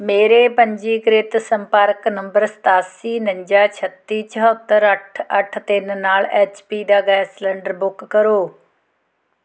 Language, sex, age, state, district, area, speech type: Punjabi, female, 45-60, Punjab, Fatehgarh Sahib, rural, read